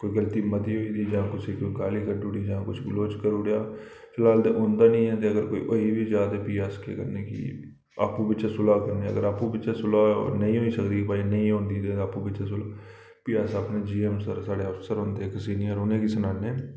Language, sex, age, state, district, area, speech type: Dogri, male, 30-45, Jammu and Kashmir, Reasi, rural, spontaneous